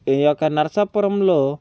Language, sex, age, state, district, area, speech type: Telugu, male, 18-30, Andhra Pradesh, Konaseema, rural, spontaneous